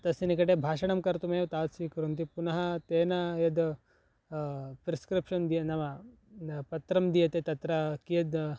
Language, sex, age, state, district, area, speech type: Sanskrit, male, 18-30, Karnataka, Chikkaballapur, rural, spontaneous